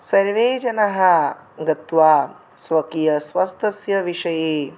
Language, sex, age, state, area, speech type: Sanskrit, male, 18-30, Tripura, rural, spontaneous